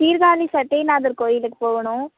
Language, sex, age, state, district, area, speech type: Tamil, female, 18-30, Tamil Nadu, Mayiladuthurai, urban, conversation